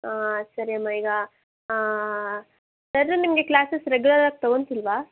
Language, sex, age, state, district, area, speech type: Kannada, female, 18-30, Karnataka, Kolar, rural, conversation